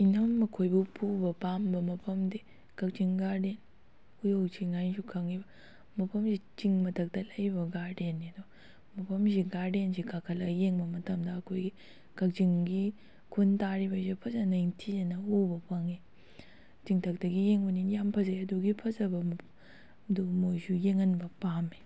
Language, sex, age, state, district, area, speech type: Manipuri, female, 18-30, Manipur, Kakching, rural, spontaneous